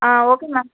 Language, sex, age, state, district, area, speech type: Tamil, female, 30-45, Tamil Nadu, Kanyakumari, urban, conversation